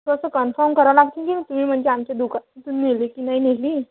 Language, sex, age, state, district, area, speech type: Marathi, female, 18-30, Maharashtra, Amravati, urban, conversation